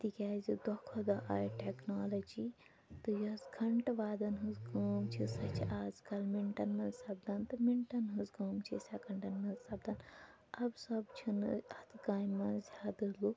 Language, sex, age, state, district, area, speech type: Kashmiri, female, 30-45, Jammu and Kashmir, Shopian, urban, spontaneous